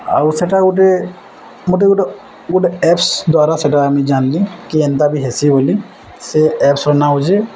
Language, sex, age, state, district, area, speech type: Odia, male, 18-30, Odisha, Bargarh, urban, spontaneous